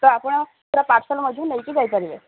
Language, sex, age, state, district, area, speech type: Odia, female, 30-45, Odisha, Sambalpur, rural, conversation